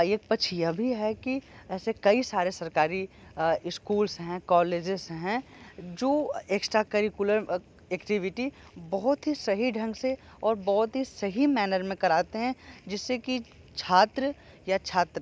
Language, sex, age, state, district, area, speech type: Hindi, male, 30-45, Uttar Pradesh, Sonbhadra, rural, spontaneous